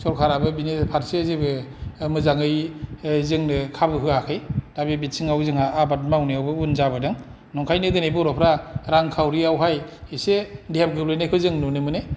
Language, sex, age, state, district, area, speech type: Bodo, male, 45-60, Assam, Kokrajhar, urban, spontaneous